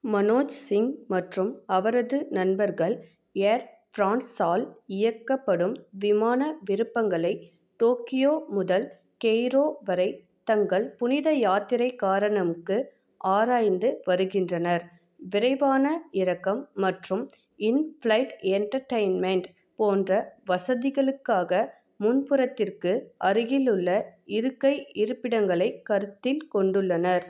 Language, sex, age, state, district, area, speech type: Tamil, female, 18-30, Tamil Nadu, Vellore, urban, read